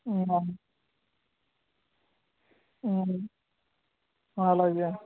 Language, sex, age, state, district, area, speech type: Telugu, male, 18-30, Andhra Pradesh, Anakapalli, rural, conversation